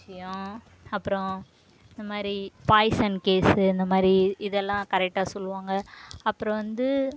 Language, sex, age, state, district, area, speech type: Tamil, female, 18-30, Tamil Nadu, Kallakurichi, rural, spontaneous